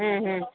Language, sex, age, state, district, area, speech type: Sanskrit, female, 45-60, Karnataka, Bangalore Urban, urban, conversation